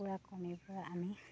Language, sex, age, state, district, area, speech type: Assamese, female, 30-45, Assam, Sivasagar, rural, spontaneous